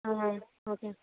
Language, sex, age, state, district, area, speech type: Tamil, female, 30-45, Tamil Nadu, Nagapattinam, rural, conversation